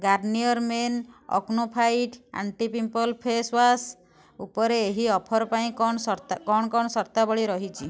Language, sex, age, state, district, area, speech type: Odia, female, 30-45, Odisha, Kendujhar, urban, read